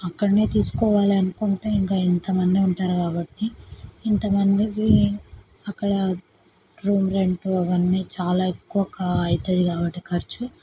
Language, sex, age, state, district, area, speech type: Telugu, female, 18-30, Telangana, Vikarabad, urban, spontaneous